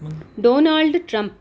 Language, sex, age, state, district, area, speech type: Sanskrit, female, 45-60, Telangana, Hyderabad, urban, read